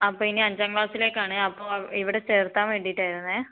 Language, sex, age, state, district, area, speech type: Malayalam, female, 30-45, Kerala, Kozhikode, urban, conversation